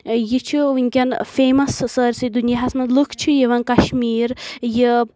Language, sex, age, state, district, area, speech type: Kashmiri, female, 18-30, Jammu and Kashmir, Anantnag, rural, spontaneous